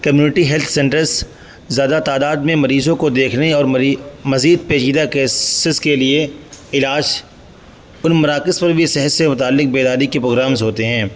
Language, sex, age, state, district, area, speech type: Urdu, male, 18-30, Uttar Pradesh, Saharanpur, urban, spontaneous